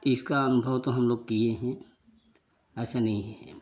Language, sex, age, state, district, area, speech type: Hindi, male, 30-45, Uttar Pradesh, Jaunpur, rural, spontaneous